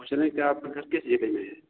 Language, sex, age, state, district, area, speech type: Hindi, male, 45-60, Uttar Pradesh, Ayodhya, rural, conversation